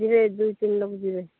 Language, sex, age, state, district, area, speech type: Odia, female, 45-60, Odisha, Malkangiri, urban, conversation